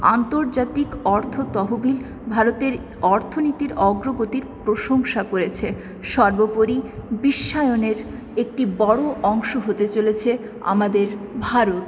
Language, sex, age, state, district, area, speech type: Bengali, female, 18-30, West Bengal, Purulia, urban, spontaneous